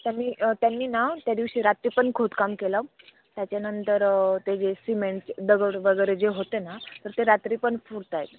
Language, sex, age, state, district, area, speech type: Marathi, female, 18-30, Maharashtra, Nashik, rural, conversation